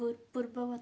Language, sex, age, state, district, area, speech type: Odia, female, 18-30, Odisha, Ganjam, urban, read